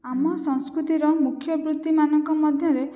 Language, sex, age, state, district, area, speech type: Odia, female, 18-30, Odisha, Jajpur, rural, spontaneous